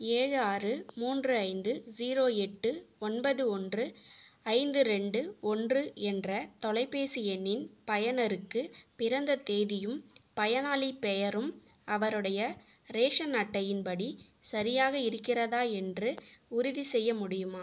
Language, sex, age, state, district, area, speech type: Tamil, female, 30-45, Tamil Nadu, Viluppuram, urban, read